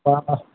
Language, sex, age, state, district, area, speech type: Assamese, male, 60+, Assam, Golaghat, rural, conversation